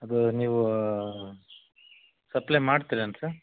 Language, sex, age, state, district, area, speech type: Kannada, male, 30-45, Karnataka, Chitradurga, rural, conversation